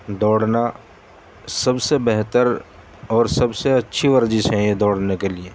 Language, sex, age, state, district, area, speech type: Urdu, male, 30-45, Delhi, Central Delhi, urban, spontaneous